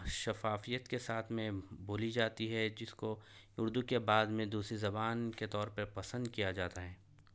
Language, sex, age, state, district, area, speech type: Urdu, male, 45-60, Telangana, Hyderabad, urban, spontaneous